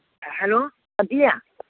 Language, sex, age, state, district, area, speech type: Manipuri, female, 60+, Manipur, Imphal East, rural, conversation